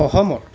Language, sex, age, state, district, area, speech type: Assamese, male, 45-60, Assam, Lakhimpur, rural, read